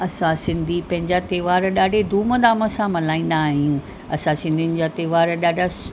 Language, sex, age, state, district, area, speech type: Sindhi, female, 45-60, Maharashtra, Mumbai Suburban, urban, spontaneous